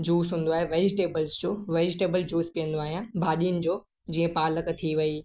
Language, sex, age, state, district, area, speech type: Sindhi, male, 18-30, Gujarat, Kutch, rural, spontaneous